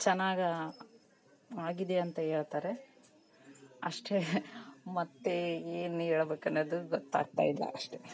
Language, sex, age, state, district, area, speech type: Kannada, female, 30-45, Karnataka, Vijayanagara, rural, spontaneous